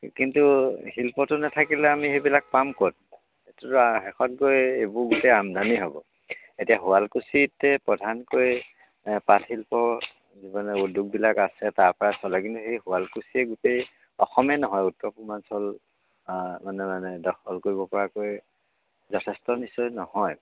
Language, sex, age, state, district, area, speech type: Assamese, male, 60+, Assam, Dibrugarh, rural, conversation